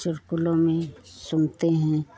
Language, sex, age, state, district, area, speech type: Hindi, female, 60+, Uttar Pradesh, Lucknow, rural, spontaneous